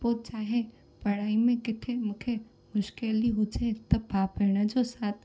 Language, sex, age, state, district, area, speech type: Sindhi, female, 18-30, Gujarat, Junagadh, urban, spontaneous